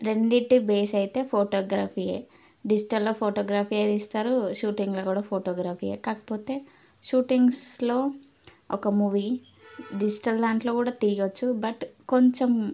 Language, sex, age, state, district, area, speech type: Telugu, female, 18-30, Telangana, Suryapet, urban, spontaneous